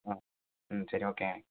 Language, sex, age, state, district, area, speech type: Tamil, male, 18-30, Tamil Nadu, Sivaganga, rural, conversation